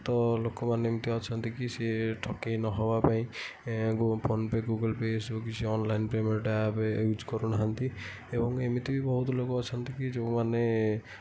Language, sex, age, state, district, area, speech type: Odia, male, 45-60, Odisha, Kendujhar, urban, spontaneous